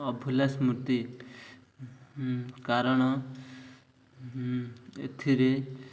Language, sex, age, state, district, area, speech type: Odia, male, 18-30, Odisha, Ganjam, urban, spontaneous